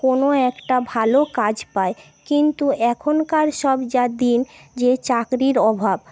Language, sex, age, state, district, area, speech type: Bengali, female, 30-45, West Bengal, Paschim Medinipur, urban, spontaneous